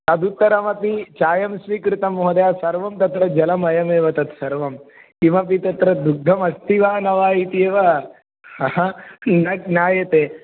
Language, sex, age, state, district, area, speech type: Sanskrit, male, 18-30, Andhra Pradesh, Palnadu, rural, conversation